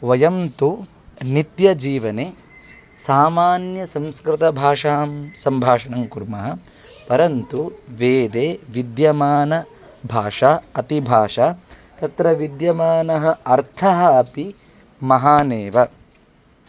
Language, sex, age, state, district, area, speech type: Sanskrit, male, 30-45, Kerala, Kasaragod, rural, spontaneous